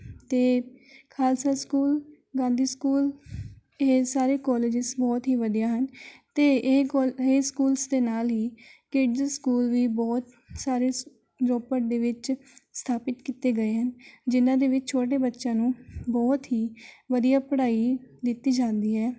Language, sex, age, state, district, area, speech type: Punjabi, female, 18-30, Punjab, Rupnagar, urban, spontaneous